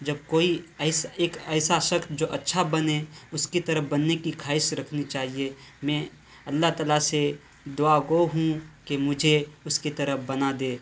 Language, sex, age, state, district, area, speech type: Urdu, male, 18-30, Bihar, Purnia, rural, spontaneous